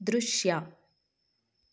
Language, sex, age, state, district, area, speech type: Kannada, female, 18-30, Karnataka, Chitradurga, rural, read